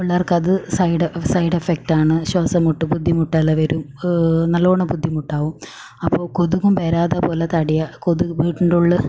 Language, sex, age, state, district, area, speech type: Malayalam, female, 18-30, Kerala, Kasaragod, rural, spontaneous